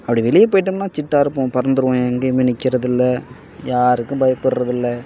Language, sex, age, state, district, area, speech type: Tamil, male, 18-30, Tamil Nadu, Perambalur, rural, spontaneous